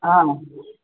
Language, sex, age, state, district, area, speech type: Sanskrit, male, 18-30, West Bengal, Cooch Behar, rural, conversation